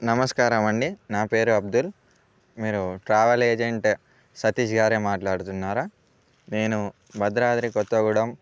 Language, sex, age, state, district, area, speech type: Telugu, male, 18-30, Telangana, Bhadradri Kothagudem, rural, spontaneous